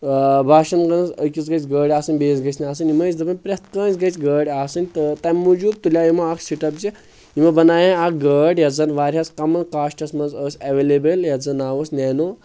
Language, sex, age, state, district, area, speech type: Kashmiri, male, 18-30, Jammu and Kashmir, Anantnag, rural, spontaneous